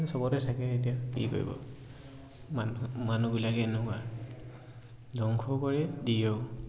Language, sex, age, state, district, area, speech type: Assamese, male, 18-30, Assam, Dibrugarh, urban, spontaneous